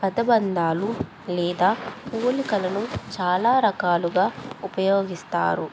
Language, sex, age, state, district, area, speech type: Telugu, female, 18-30, Telangana, Ranga Reddy, urban, spontaneous